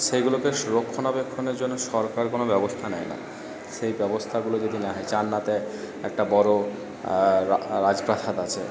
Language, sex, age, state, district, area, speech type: Bengali, male, 45-60, West Bengal, Purba Bardhaman, rural, spontaneous